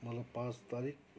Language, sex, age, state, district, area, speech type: Nepali, male, 60+, West Bengal, Kalimpong, rural, spontaneous